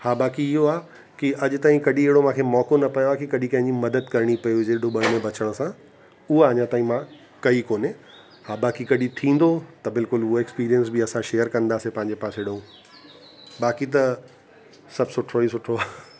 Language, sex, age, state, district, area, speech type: Sindhi, male, 45-60, Uttar Pradesh, Lucknow, rural, spontaneous